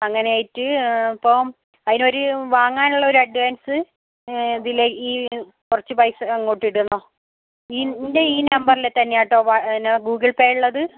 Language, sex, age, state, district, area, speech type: Malayalam, female, 18-30, Kerala, Kozhikode, urban, conversation